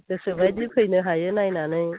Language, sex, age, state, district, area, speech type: Bodo, female, 45-60, Assam, Chirang, rural, conversation